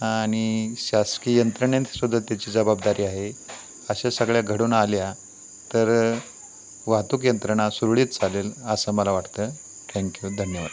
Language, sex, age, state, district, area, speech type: Marathi, male, 60+, Maharashtra, Satara, rural, spontaneous